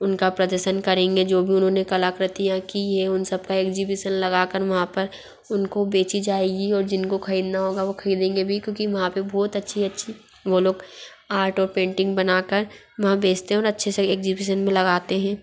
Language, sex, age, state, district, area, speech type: Hindi, female, 18-30, Madhya Pradesh, Bhopal, urban, spontaneous